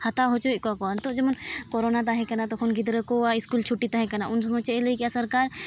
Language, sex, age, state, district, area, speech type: Santali, female, 18-30, Jharkhand, East Singhbhum, rural, spontaneous